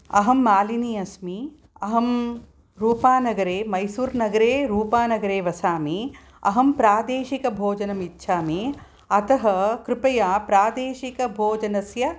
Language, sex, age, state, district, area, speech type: Sanskrit, female, 60+, Karnataka, Mysore, urban, spontaneous